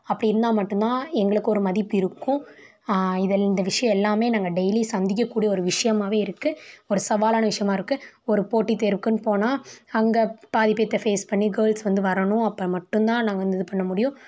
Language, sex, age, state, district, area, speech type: Tamil, female, 18-30, Tamil Nadu, Tiruppur, rural, spontaneous